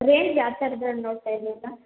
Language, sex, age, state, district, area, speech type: Kannada, female, 18-30, Karnataka, Mandya, rural, conversation